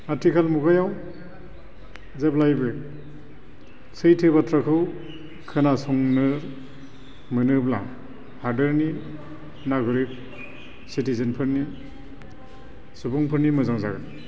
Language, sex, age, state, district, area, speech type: Bodo, male, 45-60, Assam, Baksa, urban, spontaneous